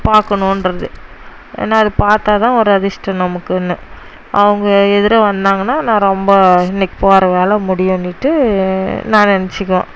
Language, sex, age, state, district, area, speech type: Tamil, female, 30-45, Tamil Nadu, Dharmapuri, rural, spontaneous